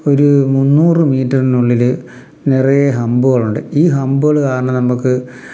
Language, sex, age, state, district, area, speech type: Malayalam, male, 45-60, Kerala, Palakkad, rural, spontaneous